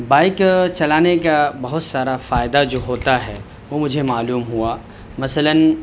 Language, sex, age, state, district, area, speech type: Urdu, male, 30-45, Bihar, Saharsa, urban, spontaneous